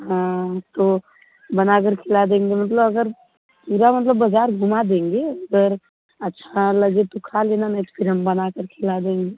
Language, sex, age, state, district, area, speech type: Hindi, female, 18-30, Uttar Pradesh, Mirzapur, rural, conversation